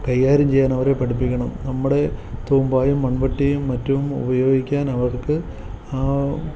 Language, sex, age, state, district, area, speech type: Malayalam, male, 45-60, Kerala, Kottayam, urban, spontaneous